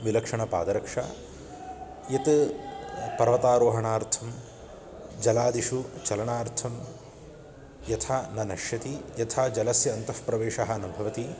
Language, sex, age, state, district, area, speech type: Sanskrit, male, 30-45, Karnataka, Bangalore Urban, urban, spontaneous